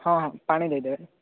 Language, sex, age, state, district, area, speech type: Odia, male, 18-30, Odisha, Rayagada, rural, conversation